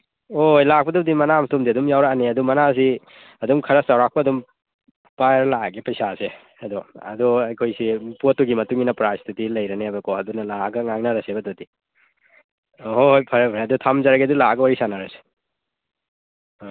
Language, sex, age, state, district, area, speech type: Manipuri, male, 18-30, Manipur, Churachandpur, rural, conversation